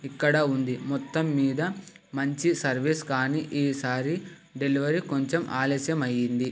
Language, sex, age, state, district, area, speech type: Telugu, male, 18-30, Andhra Pradesh, Krishna, urban, read